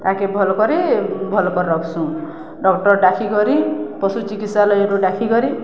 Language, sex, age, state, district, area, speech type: Odia, female, 60+, Odisha, Balangir, urban, spontaneous